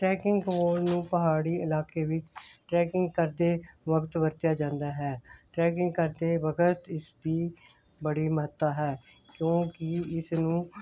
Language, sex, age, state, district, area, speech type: Punjabi, female, 60+, Punjab, Hoshiarpur, rural, spontaneous